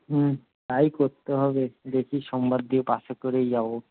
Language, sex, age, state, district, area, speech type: Bengali, male, 18-30, West Bengal, Kolkata, urban, conversation